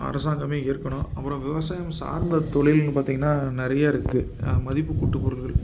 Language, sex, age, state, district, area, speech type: Tamil, male, 30-45, Tamil Nadu, Tiruppur, urban, spontaneous